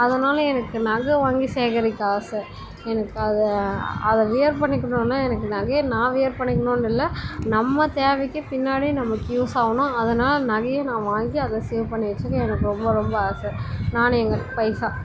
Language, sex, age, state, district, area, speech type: Tamil, female, 18-30, Tamil Nadu, Chennai, urban, spontaneous